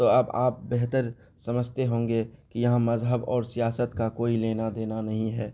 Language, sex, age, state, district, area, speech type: Urdu, male, 18-30, Bihar, Araria, rural, spontaneous